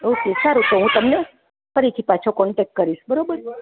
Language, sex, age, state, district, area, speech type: Gujarati, female, 60+, Gujarat, Rajkot, urban, conversation